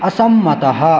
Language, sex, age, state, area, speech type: Sanskrit, male, 18-30, Bihar, rural, read